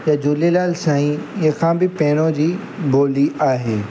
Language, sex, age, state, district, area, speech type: Sindhi, male, 18-30, Gujarat, Surat, urban, spontaneous